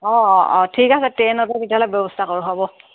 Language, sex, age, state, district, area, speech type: Assamese, female, 30-45, Assam, Charaideo, urban, conversation